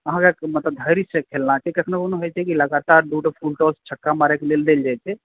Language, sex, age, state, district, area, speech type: Maithili, male, 18-30, Bihar, Purnia, urban, conversation